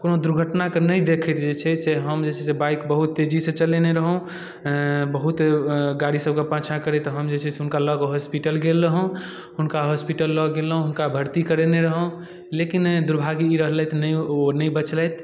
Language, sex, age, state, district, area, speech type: Maithili, male, 18-30, Bihar, Darbhanga, rural, spontaneous